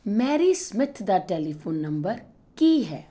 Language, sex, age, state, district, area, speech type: Punjabi, female, 45-60, Punjab, Fatehgarh Sahib, rural, read